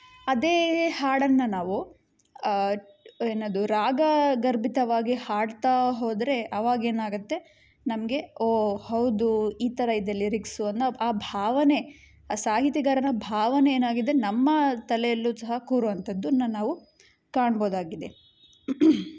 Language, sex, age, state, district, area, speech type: Kannada, female, 18-30, Karnataka, Chitradurga, urban, spontaneous